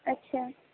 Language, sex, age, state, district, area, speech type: Urdu, female, 18-30, Uttar Pradesh, Gautam Buddha Nagar, urban, conversation